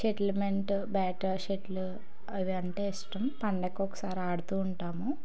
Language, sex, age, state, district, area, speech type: Telugu, female, 18-30, Telangana, Karimnagar, urban, spontaneous